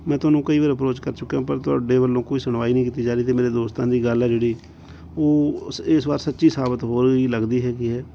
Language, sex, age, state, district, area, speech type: Punjabi, male, 45-60, Punjab, Bathinda, urban, spontaneous